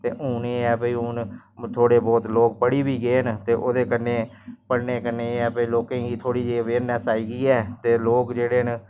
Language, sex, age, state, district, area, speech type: Dogri, male, 30-45, Jammu and Kashmir, Samba, rural, spontaneous